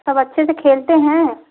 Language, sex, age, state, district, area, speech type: Hindi, female, 30-45, Uttar Pradesh, Jaunpur, rural, conversation